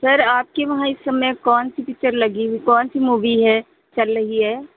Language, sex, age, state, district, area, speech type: Hindi, female, 60+, Uttar Pradesh, Hardoi, rural, conversation